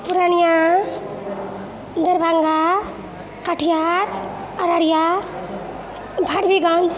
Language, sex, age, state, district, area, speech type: Maithili, female, 60+, Bihar, Purnia, urban, spontaneous